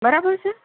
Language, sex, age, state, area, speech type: Gujarati, female, 30-45, Gujarat, urban, conversation